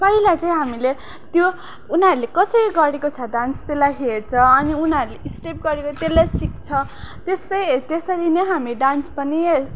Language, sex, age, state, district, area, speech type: Nepali, female, 18-30, West Bengal, Darjeeling, rural, spontaneous